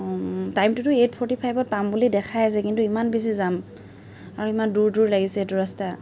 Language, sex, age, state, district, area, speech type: Assamese, female, 30-45, Assam, Kamrup Metropolitan, urban, spontaneous